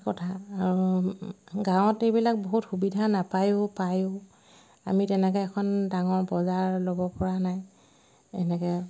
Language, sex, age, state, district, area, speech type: Assamese, female, 30-45, Assam, Sivasagar, rural, spontaneous